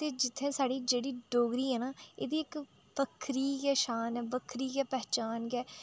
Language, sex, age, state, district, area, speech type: Dogri, female, 30-45, Jammu and Kashmir, Udhampur, urban, spontaneous